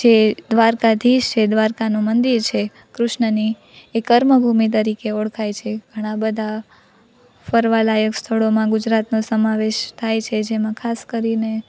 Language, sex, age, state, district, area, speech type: Gujarati, female, 18-30, Gujarat, Rajkot, urban, spontaneous